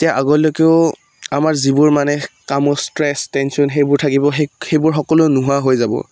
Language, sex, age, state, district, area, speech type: Assamese, male, 18-30, Assam, Udalguri, rural, spontaneous